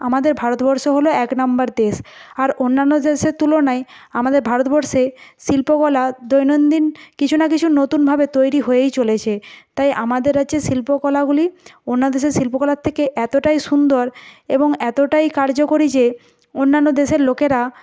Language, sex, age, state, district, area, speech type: Bengali, female, 30-45, West Bengal, Purba Medinipur, rural, spontaneous